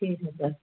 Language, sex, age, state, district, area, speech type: Hindi, female, 30-45, Uttar Pradesh, Varanasi, rural, conversation